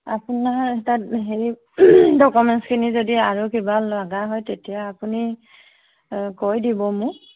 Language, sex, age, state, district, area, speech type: Assamese, female, 30-45, Assam, Golaghat, urban, conversation